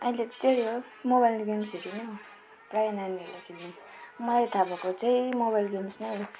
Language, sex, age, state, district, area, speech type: Nepali, female, 18-30, West Bengal, Darjeeling, rural, spontaneous